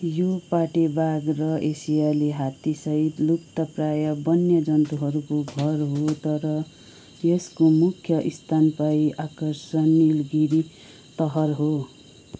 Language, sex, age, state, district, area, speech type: Nepali, female, 45-60, West Bengal, Kalimpong, rural, read